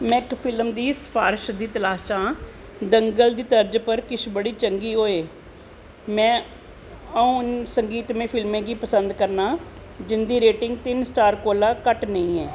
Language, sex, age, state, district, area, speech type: Dogri, female, 45-60, Jammu and Kashmir, Jammu, urban, read